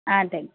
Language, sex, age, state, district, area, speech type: Tamil, female, 18-30, Tamil Nadu, Tirunelveli, urban, conversation